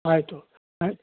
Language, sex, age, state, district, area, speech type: Kannada, male, 60+, Karnataka, Mandya, rural, conversation